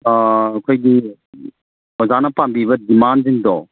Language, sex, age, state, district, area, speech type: Manipuri, male, 45-60, Manipur, Kangpokpi, urban, conversation